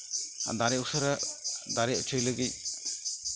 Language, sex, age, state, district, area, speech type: Santali, male, 45-60, West Bengal, Uttar Dinajpur, rural, spontaneous